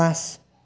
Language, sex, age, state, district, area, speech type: Assamese, male, 18-30, Assam, Dhemaji, rural, read